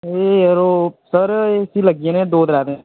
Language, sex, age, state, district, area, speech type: Dogri, male, 18-30, Jammu and Kashmir, Udhampur, rural, conversation